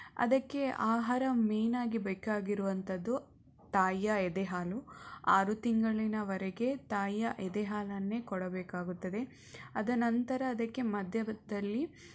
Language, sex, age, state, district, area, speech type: Kannada, female, 18-30, Karnataka, Shimoga, rural, spontaneous